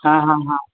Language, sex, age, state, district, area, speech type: Kannada, male, 60+, Karnataka, Bidar, urban, conversation